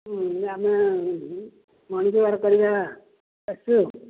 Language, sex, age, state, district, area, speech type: Odia, male, 60+, Odisha, Dhenkanal, rural, conversation